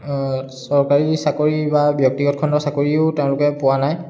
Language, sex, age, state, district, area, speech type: Assamese, male, 18-30, Assam, Charaideo, urban, spontaneous